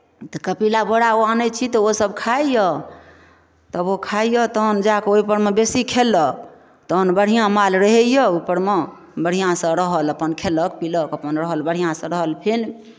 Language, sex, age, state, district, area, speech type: Maithili, female, 45-60, Bihar, Darbhanga, rural, spontaneous